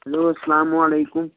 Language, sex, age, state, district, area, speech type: Kashmiri, male, 18-30, Jammu and Kashmir, Shopian, rural, conversation